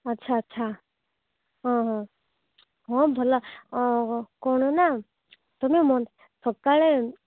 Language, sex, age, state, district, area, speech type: Odia, female, 45-60, Odisha, Nabarangpur, rural, conversation